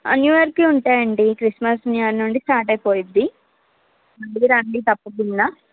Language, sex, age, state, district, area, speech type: Telugu, female, 30-45, Andhra Pradesh, N T Rama Rao, urban, conversation